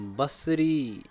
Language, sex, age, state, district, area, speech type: Kashmiri, male, 18-30, Jammu and Kashmir, Pulwama, urban, read